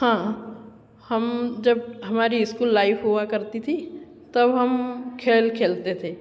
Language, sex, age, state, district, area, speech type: Hindi, female, 60+, Madhya Pradesh, Ujjain, urban, spontaneous